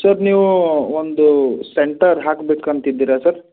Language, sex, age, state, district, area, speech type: Kannada, male, 30-45, Karnataka, Belgaum, rural, conversation